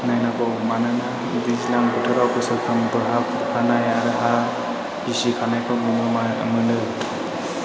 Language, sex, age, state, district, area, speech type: Bodo, male, 18-30, Assam, Chirang, rural, spontaneous